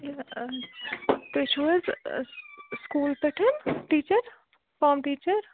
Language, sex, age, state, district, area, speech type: Kashmiri, female, 30-45, Jammu and Kashmir, Bandipora, rural, conversation